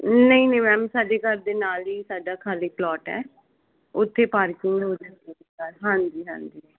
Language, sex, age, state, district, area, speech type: Punjabi, female, 18-30, Punjab, Fazilka, rural, conversation